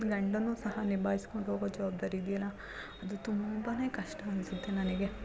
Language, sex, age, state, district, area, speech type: Kannada, female, 30-45, Karnataka, Hassan, rural, spontaneous